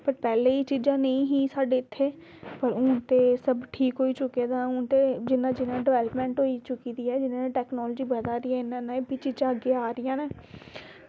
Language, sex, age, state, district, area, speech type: Dogri, female, 18-30, Jammu and Kashmir, Samba, urban, spontaneous